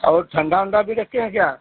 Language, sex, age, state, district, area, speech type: Hindi, male, 45-60, Uttar Pradesh, Azamgarh, rural, conversation